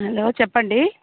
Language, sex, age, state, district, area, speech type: Telugu, female, 45-60, Andhra Pradesh, Chittoor, rural, conversation